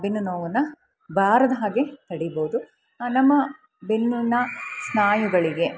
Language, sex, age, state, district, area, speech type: Kannada, female, 45-60, Karnataka, Chikkamagaluru, rural, spontaneous